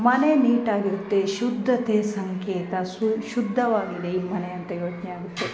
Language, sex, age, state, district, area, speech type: Kannada, female, 30-45, Karnataka, Chikkamagaluru, rural, spontaneous